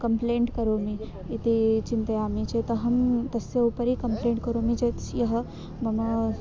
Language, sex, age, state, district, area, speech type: Sanskrit, female, 18-30, Maharashtra, Wardha, urban, spontaneous